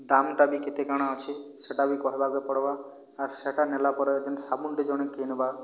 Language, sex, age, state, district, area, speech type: Odia, male, 45-60, Odisha, Boudh, rural, spontaneous